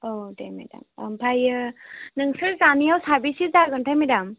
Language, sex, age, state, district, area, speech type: Bodo, female, 18-30, Assam, Chirang, urban, conversation